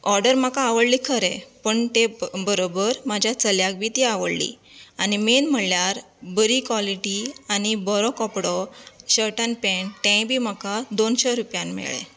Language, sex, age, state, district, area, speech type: Goan Konkani, female, 30-45, Goa, Canacona, rural, spontaneous